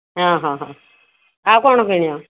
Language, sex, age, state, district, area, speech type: Odia, female, 60+, Odisha, Gajapati, rural, conversation